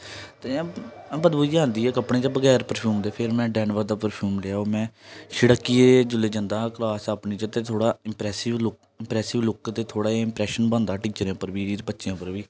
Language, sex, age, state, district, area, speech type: Dogri, male, 18-30, Jammu and Kashmir, Jammu, rural, spontaneous